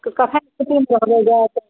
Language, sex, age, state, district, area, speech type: Maithili, female, 60+, Bihar, Supaul, urban, conversation